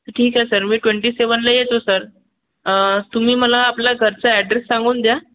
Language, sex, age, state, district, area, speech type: Marathi, male, 18-30, Maharashtra, Nagpur, urban, conversation